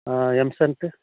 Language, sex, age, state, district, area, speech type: Tamil, male, 60+, Tamil Nadu, Krishnagiri, rural, conversation